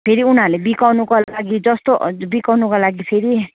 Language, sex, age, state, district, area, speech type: Nepali, female, 18-30, West Bengal, Kalimpong, rural, conversation